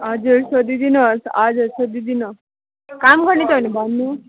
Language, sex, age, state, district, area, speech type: Nepali, female, 30-45, West Bengal, Alipurduar, urban, conversation